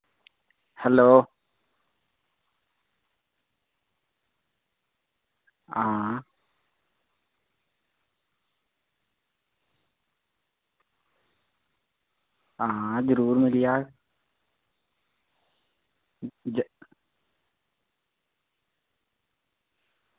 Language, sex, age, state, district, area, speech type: Dogri, male, 18-30, Jammu and Kashmir, Reasi, rural, conversation